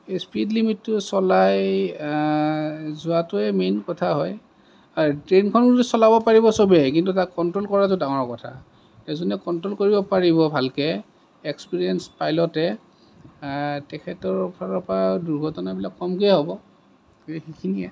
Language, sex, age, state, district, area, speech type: Assamese, male, 30-45, Assam, Kamrup Metropolitan, urban, spontaneous